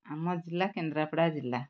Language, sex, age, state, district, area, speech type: Odia, female, 60+, Odisha, Kendrapara, urban, spontaneous